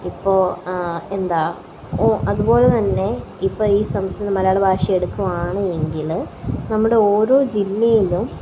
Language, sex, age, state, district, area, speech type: Malayalam, female, 18-30, Kerala, Kottayam, rural, spontaneous